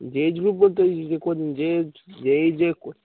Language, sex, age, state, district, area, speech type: Bengali, male, 18-30, West Bengal, Dakshin Dinajpur, urban, conversation